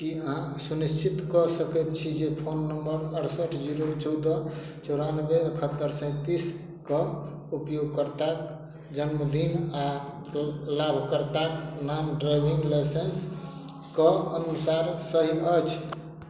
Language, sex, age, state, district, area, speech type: Maithili, male, 45-60, Bihar, Madhubani, rural, read